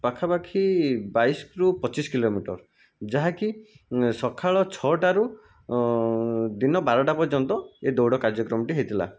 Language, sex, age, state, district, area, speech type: Odia, male, 45-60, Odisha, Jajpur, rural, spontaneous